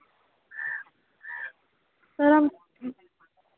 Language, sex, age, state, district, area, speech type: Hindi, female, 18-30, Uttar Pradesh, Varanasi, rural, conversation